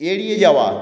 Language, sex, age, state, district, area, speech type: Bengali, male, 45-60, West Bengal, Purulia, urban, read